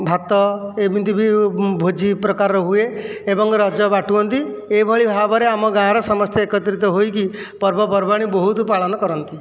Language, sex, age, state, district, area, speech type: Odia, male, 45-60, Odisha, Jajpur, rural, spontaneous